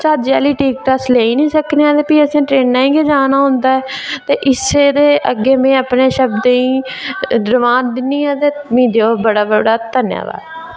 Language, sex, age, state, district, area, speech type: Dogri, female, 18-30, Jammu and Kashmir, Reasi, rural, spontaneous